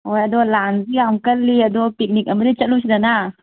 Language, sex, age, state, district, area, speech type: Manipuri, female, 30-45, Manipur, Bishnupur, rural, conversation